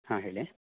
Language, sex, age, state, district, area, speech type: Kannada, male, 45-60, Karnataka, Chitradurga, rural, conversation